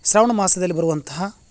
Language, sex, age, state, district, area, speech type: Kannada, male, 45-60, Karnataka, Gadag, rural, spontaneous